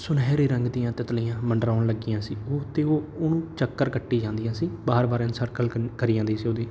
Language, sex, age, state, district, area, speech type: Punjabi, male, 18-30, Punjab, Bathinda, urban, spontaneous